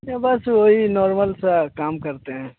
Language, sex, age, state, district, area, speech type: Hindi, male, 18-30, Bihar, Samastipur, urban, conversation